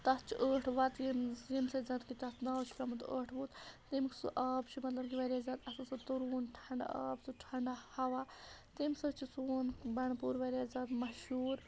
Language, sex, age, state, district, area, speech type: Kashmiri, female, 30-45, Jammu and Kashmir, Bandipora, rural, spontaneous